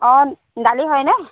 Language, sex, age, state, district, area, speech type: Assamese, female, 45-60, Assam, Jorhat, urban, conversation